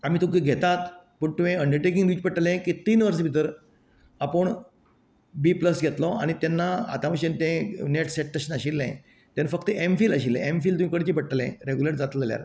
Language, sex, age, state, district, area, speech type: Goan Konkani, male, 60+, Goa, Canacona, rural, spontaneous